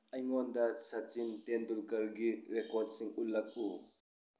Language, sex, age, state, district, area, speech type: Manipuri, male, 30-45, Manipur, Tengnoupal, urban, read